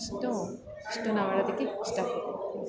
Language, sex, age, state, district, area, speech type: Kannada, female, 30-45, Karnataka, Ramanagara, urban, spontaneous